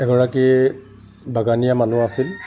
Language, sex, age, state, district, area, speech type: Assamese, male, 45-60, Assam, Dibrugarh, rural, spontaneous